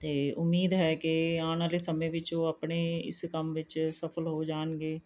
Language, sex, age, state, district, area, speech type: Punjabi, female, 45-60, Punjab, Mohali, urban, spontaneous